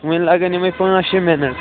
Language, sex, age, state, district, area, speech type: Kashmiri, male, 18-30, Jammu and Kashmir, Kupwara, rural, conversation